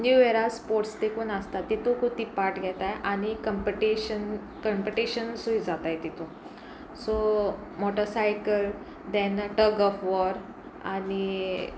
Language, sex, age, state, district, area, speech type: Goan Konkani, female, 18-30, Goa, Sanguem, rural, spontaneous